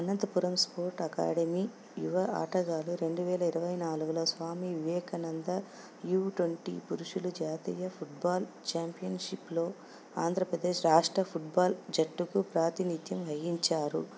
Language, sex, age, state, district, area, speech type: Telugu, female, 45-60, Andhra Pradesh, Anantapur, urban, spontaneous